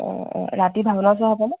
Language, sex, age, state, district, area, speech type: Assamese, female, 18-30, Assam, Lakhimpur, rural, conversation